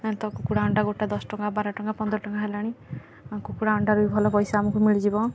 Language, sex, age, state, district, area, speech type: Odia, female, 18-30, Odisha, Kendujhar, urban, spontaneous